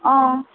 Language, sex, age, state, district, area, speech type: Assamese, female, 18-30, Assam, Tinsukia, urban, conversation